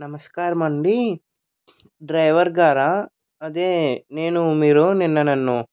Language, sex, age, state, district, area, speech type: Telugu, male, 18-30, Andhra Pradesh, Krishna, urban, spontaneous